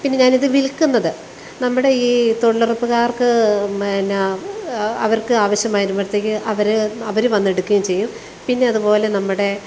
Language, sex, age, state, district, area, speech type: Malayalam, female, 45-60, Kerala, Alappuzha, rural, spontaneous